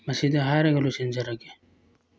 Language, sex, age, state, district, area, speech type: Manipuri, male, 45-60, Manipur, Bishnupur, rural, spontaneous